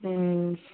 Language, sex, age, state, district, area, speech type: Maithili, male, 18-30, Bihar, Samastipur, rural, conversation